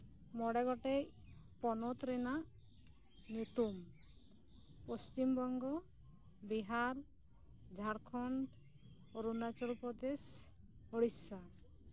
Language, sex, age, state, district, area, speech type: Santali, female, 30-45, West Bengal, Birbhum, rural, spontaneous